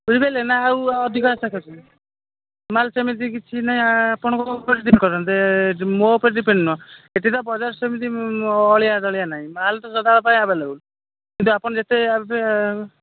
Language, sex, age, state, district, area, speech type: Odia, male, 45-60, Odisha, Sambalpur, rural, conversation